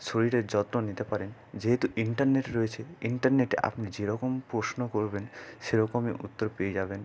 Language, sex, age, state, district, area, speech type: Bengali, male, 30-45, West Bengal, Purba Bardhaman, urban, spontaneous